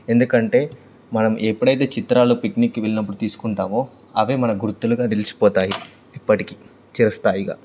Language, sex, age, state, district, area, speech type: Telugu, male, 18-30, Telangana, Karimnagar, rural, spontaneous